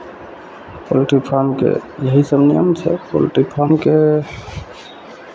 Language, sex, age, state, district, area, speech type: Maithili, male, 18-30, Bihar, Madhepura, rural, spontaneous